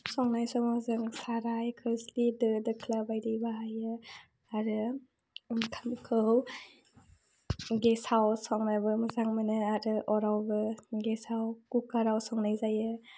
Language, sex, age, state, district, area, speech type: Bodo, female, 18-30, Assam, Udalguri, rural, spontaneous